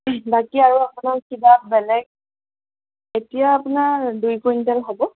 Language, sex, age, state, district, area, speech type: Assamese, female, 30-45, Assam, Golaghat, urban, conversation